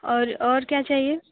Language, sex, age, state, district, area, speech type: Hindi, female, 30-45, Uttar Pradesh, Sonbhadra, rural, conversation